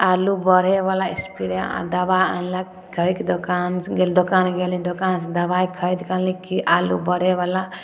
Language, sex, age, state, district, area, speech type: Maithili, female, 18-30, Bihar, Samastipur, rural, spontaneous